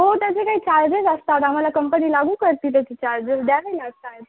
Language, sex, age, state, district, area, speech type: Marathi, female, 18-30, Maharashtra, Nanded, rural, conversation